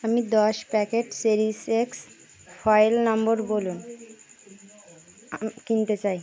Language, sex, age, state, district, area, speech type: Bengali, female, 30-45, West Bengal, Birbhum, urban, read